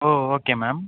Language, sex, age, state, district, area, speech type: Tamil, male, 18-30, Tamil Nadu, Pudukkottai, rural, conversation